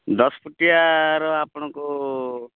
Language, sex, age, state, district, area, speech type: Odia, male, 45-60, Odisha, Rayagada, rural, conversation